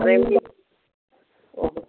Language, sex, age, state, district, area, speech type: Bengali, male, 30-45, West Bengal, Dakshin Dinajpur, urban, conversation